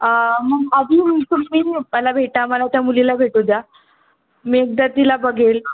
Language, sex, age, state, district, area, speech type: Marathi, female, 18-30, Maharashtra, Pune, urban, conversation